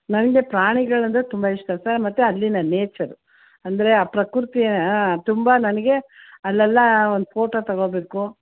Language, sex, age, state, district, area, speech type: Kannada, female, 60+, Karnataka, Mysore, rural, conversation